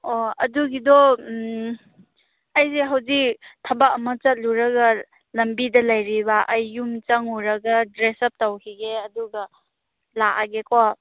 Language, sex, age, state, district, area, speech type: Manipuri, female, 30-45, Manipur, Chandel, rural, conversation